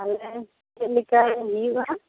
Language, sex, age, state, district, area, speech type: Santali, female, 45-60, West Bengal, Bankura, rural, conversation